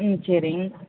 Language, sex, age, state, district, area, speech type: Tamil, female, 45-60, Tamil Nadu, Madurai, urban, conversation